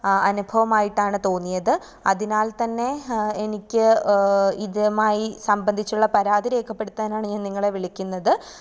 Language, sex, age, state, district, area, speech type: Malayalam, female, 18-30, Kerala, Thiruvananthapuram, rural, spontaneous